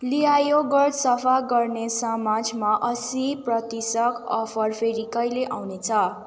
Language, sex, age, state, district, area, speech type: Nepali, female, 18-30, West Bengal, Kalimpong, rural, read